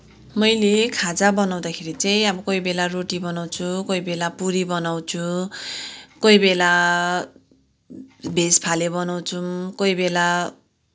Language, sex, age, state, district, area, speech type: Nepali, female, 45-60, West Bengal, Kalimpong, rural, spontaneous